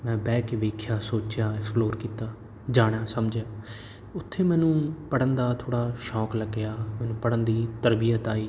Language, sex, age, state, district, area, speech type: Punjabi, male, 18-30, Punjab, Bathinda, urban, spontaneous